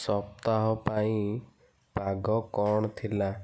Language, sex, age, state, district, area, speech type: Odia, male, 30-45, Odisha, Kendujhar, urban, read